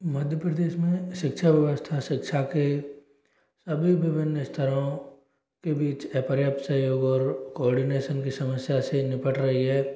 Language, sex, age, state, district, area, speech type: Hindi, male, 18-30, Madhya Pradesh, Ujjain, urban, spontaneous